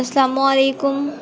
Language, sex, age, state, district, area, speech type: Urdu, female, 18-30, Bihar, Gaya, urban, spontaneous